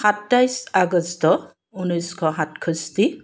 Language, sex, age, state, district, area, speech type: Assamese, female, 45-60, Assam, Dibrugarh, urban, spontaneous